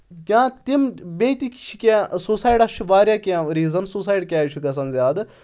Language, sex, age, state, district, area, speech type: Kashmiri, male, 18-30, Jammu and Kashmir, Anantnag, rural, spontaneous